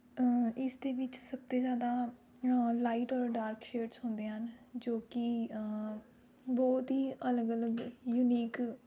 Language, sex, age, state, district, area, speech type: Punjabi, female, 18-30, Punjab, Rupnagar, rural, spontaneous